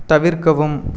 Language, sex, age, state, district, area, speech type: Tamil, male, 18-30, Tamil Nadu, Namakkal, urban, read